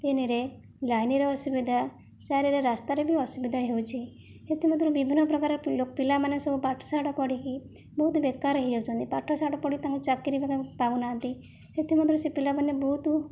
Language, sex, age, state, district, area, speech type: Odia, female, 45-60, Odisha, Jajpur, rural, spontaneous